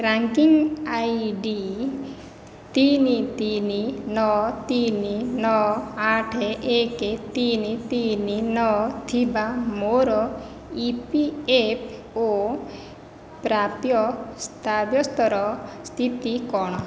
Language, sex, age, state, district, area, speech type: Odia, female, 30-45, Odisha, Khordha, rural, read